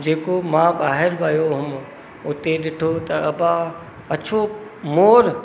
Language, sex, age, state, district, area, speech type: Sindhi, male, 30-45, Madhya Pradesh, Katni, rural, spontaneous